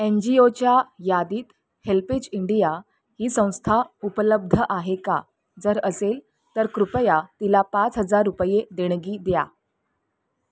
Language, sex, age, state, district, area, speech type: Marathi, female, 30-45, Maharashtra, Mumbai Suburban, urban, read